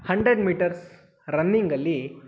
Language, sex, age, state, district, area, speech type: Kannada, male, 18-30, Karnataka, Tumkur, rural, spontaneous